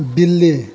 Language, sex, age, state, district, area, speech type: Hindi, male, 30-45, Bihar, Vaishali, urban, read